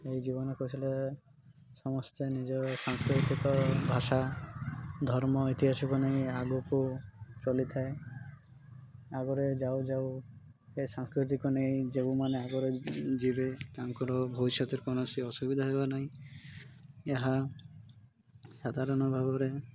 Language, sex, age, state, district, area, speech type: Odia, male, 30-45, Odisha, Malkangiri, urban, spontaneous